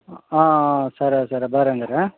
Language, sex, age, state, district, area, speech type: Kannada, male, 45-60, Karnataka, Bellary, rural, conversation